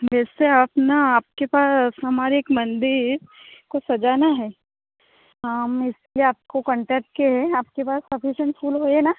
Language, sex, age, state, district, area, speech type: Hindi, female, 30-45, Rajasthan, Jodhpur, rural, conversation